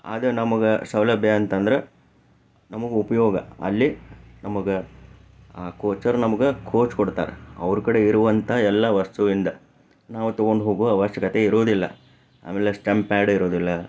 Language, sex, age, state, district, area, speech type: Kannada, male, 30-45, Karnataka, Chikkaballapur, urban, spontaneous